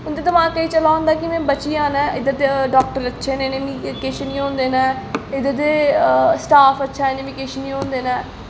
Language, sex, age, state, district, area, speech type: Dogri, female, 18-30, Jammu and Kashmir, Jammu, rural, spontaneous